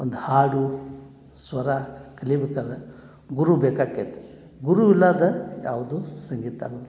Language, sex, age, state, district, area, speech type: Kannada, male, 60+, Karnataka, Dharwad, urban, spontaneous